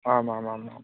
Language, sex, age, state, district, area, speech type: Sanskrit, male, 18-30, West Bengal, Cooch Behar, rural, conversation